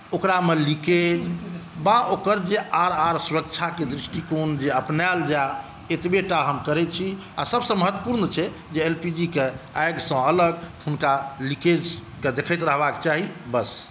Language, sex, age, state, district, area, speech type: Maithili, male, 45-60, Bihar, Saharsa, rural, spontaneous